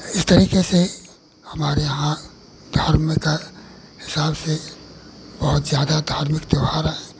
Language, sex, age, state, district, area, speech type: Hindi, male, 60+, Uttar Pradesh, Pratapgarh, rural, spontaneous